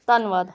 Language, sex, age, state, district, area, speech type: Punjabi, female, 30-45, Punjab, Hoshiarpur, rural, spontaneous